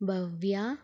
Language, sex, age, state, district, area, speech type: Tamil, female, 30-45, Tamil Nadu, Mayiladuthurai, urban, spontaneous